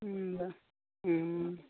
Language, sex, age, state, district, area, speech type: Santali, male, 18-30, Jharkhand, Pakur, rural, conversation